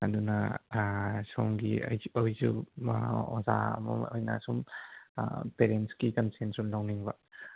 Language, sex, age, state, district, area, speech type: Manipuri, male, 18-30, Manipur, Kangpokpi, urban, conversation